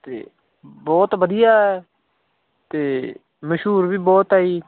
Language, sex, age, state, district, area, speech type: Punjabi, male, 30-45, Punjab, Barnala, urban, conversation